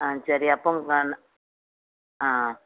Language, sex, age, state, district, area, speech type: Tamil, female, 45-60, Tamil Nadu, Thoothukudi, urban, conversation